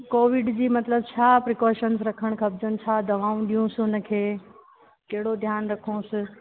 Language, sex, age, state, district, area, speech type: Sindhi, female, 30-45, Rajasthan, Ajmer, urban, conversation